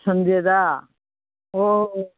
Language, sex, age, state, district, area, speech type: Manipuri, female, 60+, Manipur, Imphal East, urban, conversation